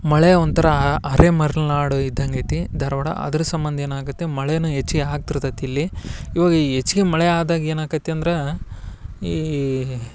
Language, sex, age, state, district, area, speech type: Kannada, male, 18-30, Karnataka, Dharwad, rural, spontaneous